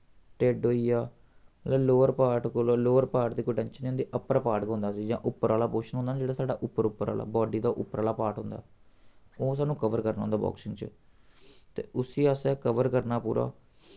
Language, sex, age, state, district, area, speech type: Dogri, male, 18-30, Jammu and Kashmir, Samba, rural, spontaneous